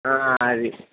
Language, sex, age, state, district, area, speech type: Telugu, male, 18-30, Andhra Pradesh, Visakhapatnam, rural, conversation